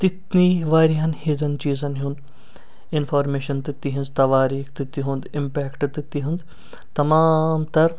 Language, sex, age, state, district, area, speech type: Kashmiri, male, 45-60, Jammu and Kashmir, Srinagar, urban, spontaneous